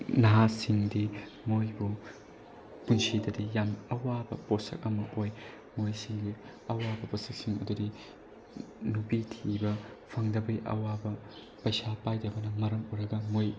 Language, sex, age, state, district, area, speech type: Manipuri, male, 18-30, Manipur, Bishnupur, rural, spontaneous